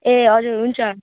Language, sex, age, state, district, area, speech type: Nepali, female, 18-30, West Bengal, Kalimpong, rural, conversation